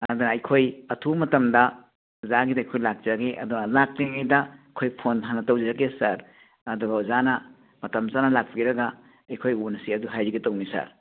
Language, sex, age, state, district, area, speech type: Manipuri, male, 60+, Manipur, Churachandpur, urban, conversation